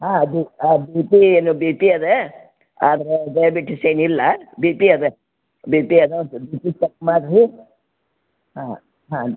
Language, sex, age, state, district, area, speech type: Kannada, female, 60+, Karnataka, Gadag, rural, conversation